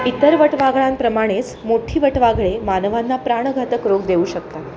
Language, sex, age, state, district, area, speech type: Marathi, female, 18-30, Maharashtra, Sangli, urban, read